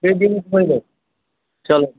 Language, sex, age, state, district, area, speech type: Sindhi, male, 30-45, Delhi, South Delhi, urban, conversation